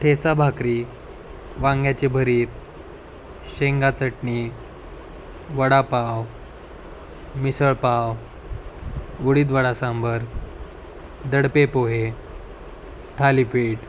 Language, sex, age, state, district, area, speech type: Marathi, male, 18-30, Maharashtra, Nanded, rural, spontaneous